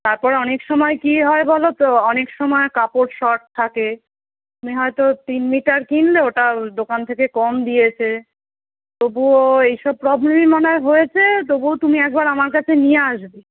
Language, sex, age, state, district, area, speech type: Bengali, female, 45-60, West Bengal, Kolkata, urban, conversation